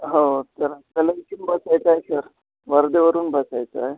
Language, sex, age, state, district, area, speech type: Marathi, male, 30-45, Maharashtra, Washim, urban, conversation